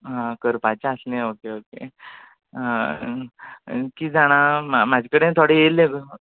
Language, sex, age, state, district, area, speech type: Goan Konkani, male, 30-45, Goa, Quepem, rural, conversation